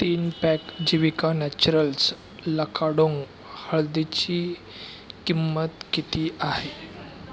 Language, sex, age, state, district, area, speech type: Marathi, male, 30-45, Maharashtra, Aurangabad, rural, read